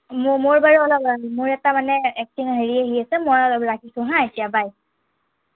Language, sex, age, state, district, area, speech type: Assamese, female, 30-45, Assam, Morigaon, rural, conversation